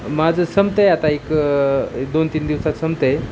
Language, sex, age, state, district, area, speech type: Marathi, male, 30-45, Maharashtra, Osmanabad, rural, spontaneous